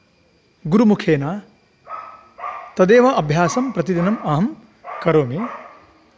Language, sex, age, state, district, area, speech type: Sanskrit, male, 45-60, Karnataka, Davanagere, rural, spontaneous